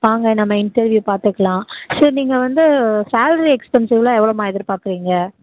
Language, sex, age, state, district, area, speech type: Tamil, female, 18-30, Tamil Nadu, Sivaganga, rural, conversation